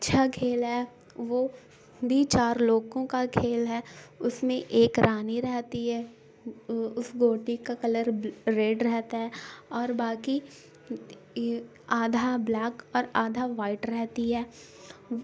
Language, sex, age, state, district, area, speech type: Urdu, female, 18-30, Bihar, Gaya, urban, spontaneous